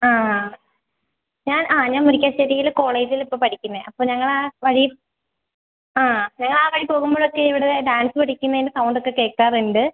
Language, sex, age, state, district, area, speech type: Malayalam, female, 18-30, Kerala, Idukki, rural, conversation